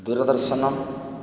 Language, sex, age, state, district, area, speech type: Odia, male, 45-60, Odisha, Nayagarh, rural, spontaneous